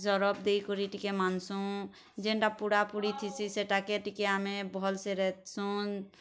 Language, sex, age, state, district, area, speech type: Odia, female, 30-45, Odisha, Bargarh, urban, spontaneous